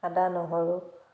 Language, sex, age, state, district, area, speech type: Assamese, female, 30-45, Assam, Dhemaji, urban, spontaneous